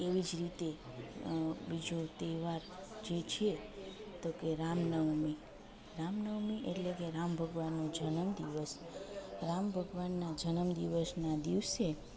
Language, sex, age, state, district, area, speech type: Gujarati, female, 30-45, Gujarat, Junagadh, rural, spontaneous